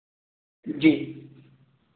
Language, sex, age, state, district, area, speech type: Hindi, male, 45-60, Uttar Pradesh, Sitapur, rural, conversation